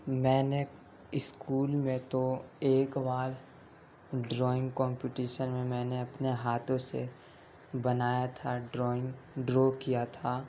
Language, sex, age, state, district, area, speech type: Urdu, male, 18-30, Delhi, Central Delhi, urban, spontaneous